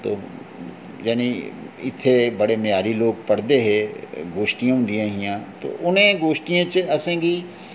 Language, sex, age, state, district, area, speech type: Dogri, male, 45-60, Jammu and Kashmir, Jammu, urban, spontaneous